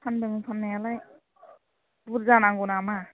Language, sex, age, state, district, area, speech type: Bodo, female, 45-60, Assam, Chirang, rural, conversation